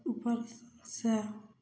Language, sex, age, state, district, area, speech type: Maithili, female, 30-45, Bihar, Samastipur, rural, spontaneous